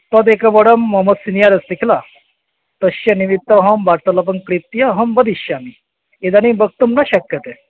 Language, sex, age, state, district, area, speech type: Sanskrit, male, 30-45, West Bengal, North 24 Parganas, urban, conversation